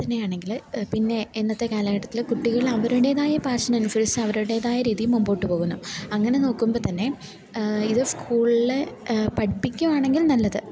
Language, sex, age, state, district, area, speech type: Malayalam, female, 18-30, Kerala, Idukki, rural, spontaneous